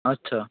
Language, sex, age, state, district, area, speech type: Bengali, male, 45-60, West Bengal, Purba Medinipur, rural, conversation